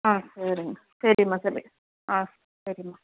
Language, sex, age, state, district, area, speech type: Tamil, female, 18-30, Tamil Nadu, Tirupattur, rural, conversation